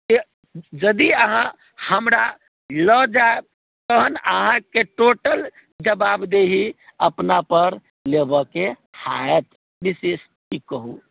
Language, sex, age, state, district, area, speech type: Maithili, male, 60+, Bihar, Sitamarhi, rural, conversation